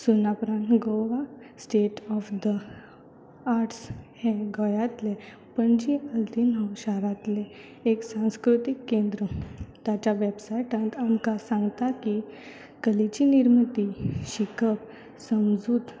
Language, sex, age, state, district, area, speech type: Goan Konkani, female, 18-30, Goa, Tiswadi, rural, spontaneous